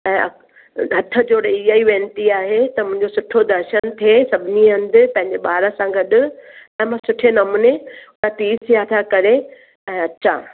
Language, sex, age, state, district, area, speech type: Sindhi, female, 60+, Maharashtra, Mumbai Suburban, urban, conversation